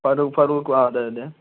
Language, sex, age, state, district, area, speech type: Malayalam, male, 18-30, Kerala, Kozhikode, rural, conversation